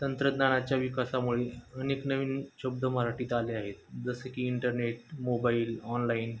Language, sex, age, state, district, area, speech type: Marathi, male, 30-45, Maharashtra, Osmanabad, rural, spontaneous